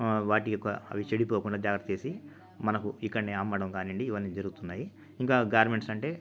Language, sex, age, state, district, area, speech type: Telugu, male, 45-60, Andhra Pradesh, Nellore, urban, spontaneous